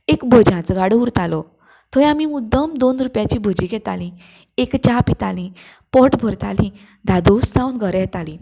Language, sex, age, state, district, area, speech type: Goan Konkani, female, 30-45, Goa, Canacona, rural, spontaneous